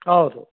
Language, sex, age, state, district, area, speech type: Kannada, male, 60+, Karnataka, Dharwad, rural, conversation